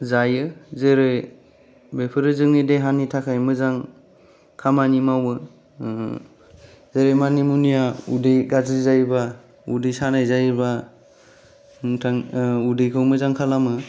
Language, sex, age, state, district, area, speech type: Bodo, male, 30-45, Assam, Kokrajhar, urban, spontaneous